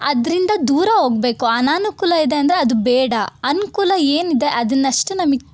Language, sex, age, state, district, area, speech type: Kannada, female, 18-30, Karnataka, Chitradurga, urban, spontaneous